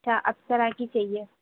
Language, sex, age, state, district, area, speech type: Urdu, female, 18-30, Delhi, North West Delhi, urban, conversation